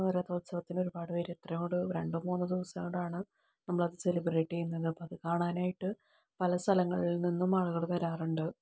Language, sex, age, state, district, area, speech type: Malayalam, female, 30-45, Kerala, Palakkad, rural, spontaneous